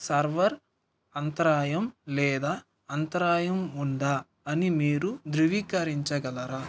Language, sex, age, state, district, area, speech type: Telugu, male, 18-30, Andhra Pradesh, Nellore, rural, read